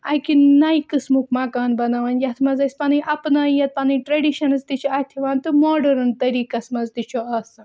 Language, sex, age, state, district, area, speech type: Kashmiri, female, 18-30, Jammu and Kashmir, Budgam, rural, spontaneous